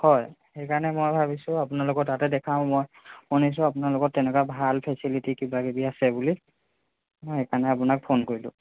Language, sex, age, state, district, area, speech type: Assamese, male, 18-30, Assam, Jorhat, urban, conversation